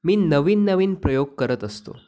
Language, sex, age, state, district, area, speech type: Marathi, male, 18-30, Maharashtra, Sindhudurg, rural, spontaneous